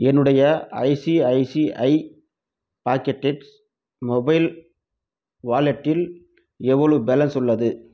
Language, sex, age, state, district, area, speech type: Tamil, male, 30-45, Tamil Nadu, Krishnagiri, rural, read